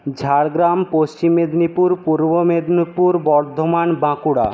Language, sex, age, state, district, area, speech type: Bengali, male, 60+, West Bengal, Jhargram, rural, spontaneous